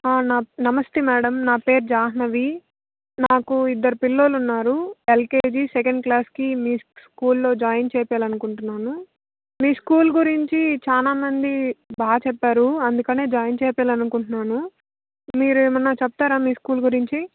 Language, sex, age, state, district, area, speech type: Telugu, female, 18-30, Andhra Pradesh, Nellore, rural, conversation